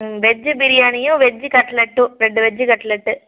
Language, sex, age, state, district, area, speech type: Tamil, female, 45-60, Tamil Nadu, Pudukkottai, rural, conversation